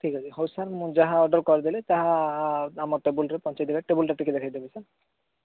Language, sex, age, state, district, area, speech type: Odia, male, 18-30, Odisha, Rayagada, rural, conversation